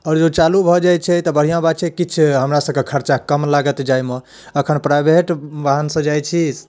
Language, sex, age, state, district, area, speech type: Maithili, male, 30-45, Bihar, Darbhanga, urban, spontaneous